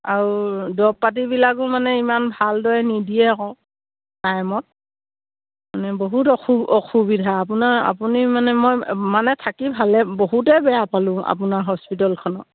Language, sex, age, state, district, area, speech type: Assamese, female, 60+, Assam, Dibrugarh, rural, conversation